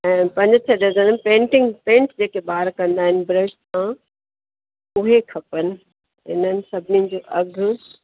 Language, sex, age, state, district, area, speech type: Sindhi, female, 60+, Uttar Pradesh, Lucknow, rural, conversation